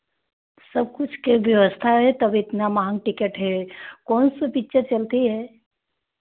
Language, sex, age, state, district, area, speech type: Hindi, female, 45-60, Uttar Pradesh, Pratapgarh, rural, conversation